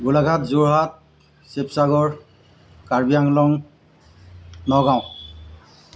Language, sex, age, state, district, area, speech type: Assamese, male, 45-60, Assam, Golaghat, urban, spontaneous